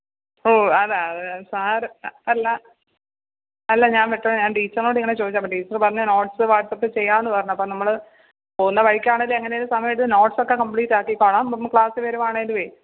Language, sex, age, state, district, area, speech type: Malayalam, female, 30-45, Kerala, Pathanamthitta, rural, conversation